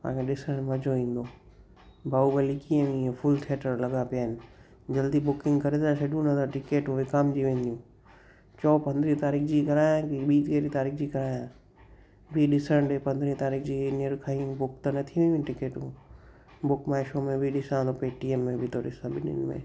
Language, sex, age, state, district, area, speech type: Sindhi, male, 18-30, Gujarat, Kutch, rural, spontaneous